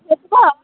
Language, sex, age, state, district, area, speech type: Maithili, female, 18-30, Bihar, Sitamarhi, rural, conversation